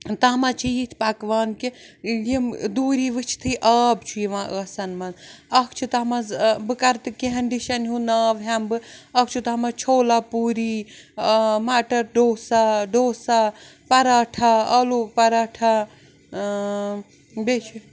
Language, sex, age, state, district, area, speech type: Kashmiri, female, 45-60, Jammu and Kashmir, Srinagar, urban, spontaneous